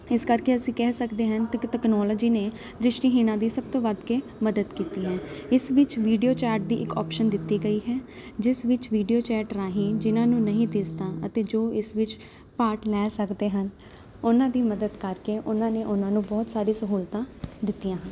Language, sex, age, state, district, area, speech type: Punjabi, female, 18-30, Punjab, Jalandhar, urban, spontaneous